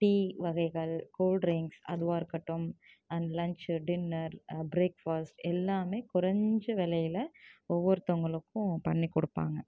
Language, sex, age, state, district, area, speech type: Tamil, female, 30-45, Tamil Nadu, Tiruvarur, rural, spontaneous